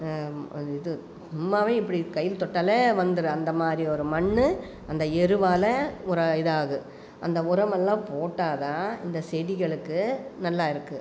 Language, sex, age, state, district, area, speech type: Tamil, female, 45-60, Tamil Nadu, Coimbatore, rural, spontaneous